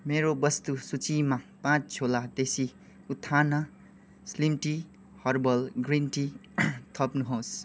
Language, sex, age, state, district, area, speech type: Nepali, male, 18-30, West Bengal, Kalimpong, rural, read